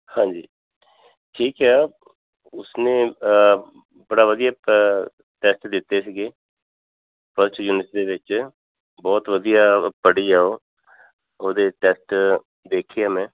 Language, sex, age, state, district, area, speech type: Punjabi, male, 45-60, Punjab, Tarn Taran, urban, conversation